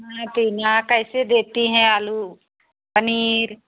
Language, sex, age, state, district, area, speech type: Hindi, female, 45-60, Uttar Pradesh, Prayagraj, rural, conversation